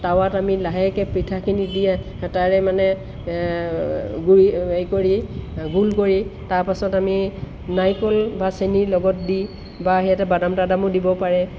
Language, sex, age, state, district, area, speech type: Assamese, female, 60+, Assam, Tinsukia, rural, spontaneous